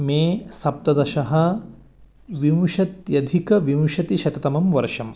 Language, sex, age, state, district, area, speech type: Sanskrit, male, 30-45, Karnataka, Uttara Kannada, urban, spontaneous